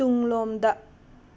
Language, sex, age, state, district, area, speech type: Manipuri, female, 18-30, Manipur, Imphal West, rural, read